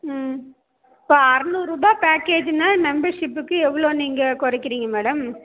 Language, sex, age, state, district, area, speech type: Tamil, female, 30-45, Tamil Nadu, Salem, rural, conversation